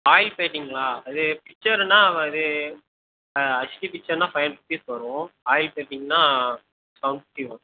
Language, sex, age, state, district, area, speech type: Tamil, male, 18-30, Tamil Nadu, Tirunelveli, rural, conversation